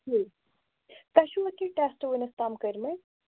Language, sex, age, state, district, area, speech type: Kashmiri, female, 18-30, Jammu and Kashmir, Bandipora, rural, conversation